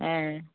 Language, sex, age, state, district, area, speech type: Bengali, female, 30-45, West Bengal, Darjeeling, rural, conversation